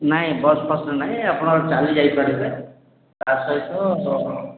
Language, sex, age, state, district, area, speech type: Odia, male, 60+, Odisha, Angul, rural, conversation